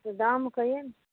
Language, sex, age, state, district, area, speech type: Maithili, female, 60+, Bihar, Saharsa, rural, conversation